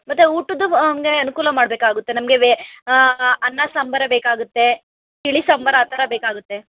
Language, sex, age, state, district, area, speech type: Kannada, female, 60+, Karnataka, Chikkaballapur, urban, conversation